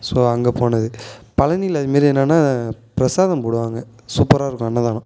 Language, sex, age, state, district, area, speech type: Tamil, male, 18-30, Tamil Nadu, Nagapattinam, rural, spontaneous